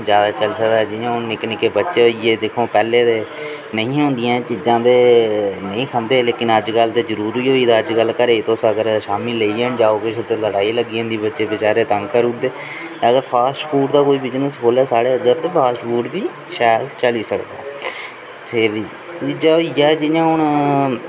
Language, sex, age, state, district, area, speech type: Dogri, male, 18-30, Jammu and Kashmir, Reasi, rural, spontaneous